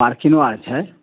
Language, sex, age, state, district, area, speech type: Maithili, male, 60+, Bihar, Madhepura, rural, conversation